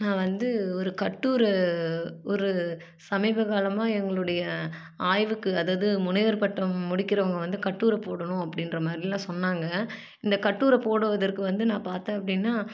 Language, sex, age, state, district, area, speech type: Tamil, female, 30-45, Tamil Nadu, Salem, urban, spontaneous